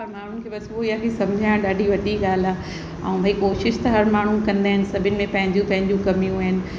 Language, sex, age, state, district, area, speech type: Sindhi, female, 45-60, Uttar Pradesh, Lucknow, rural, spontaneous